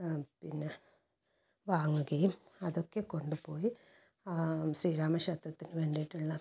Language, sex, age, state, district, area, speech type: Malayalam, female, 45-60, Kerala, Kasaragod, rural, spontaneous